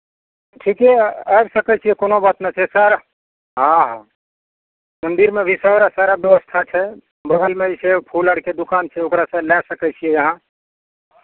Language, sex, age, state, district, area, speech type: Maithili, male, 45-60, Bihar, Madhepura, rural, conversation